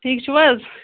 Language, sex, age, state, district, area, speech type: Kashmiri, female, 18-30, Jammu and Kashmir, Budgam, rural, conversation